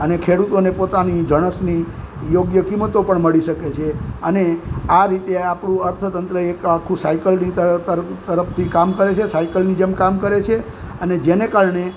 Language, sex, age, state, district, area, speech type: Gujarati, male, 60+, Gujarat, Junagadh, urban, spontaneous